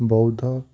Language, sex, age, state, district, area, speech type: Odia, male, 18-30, Odisha, Puri, urban, spontaneous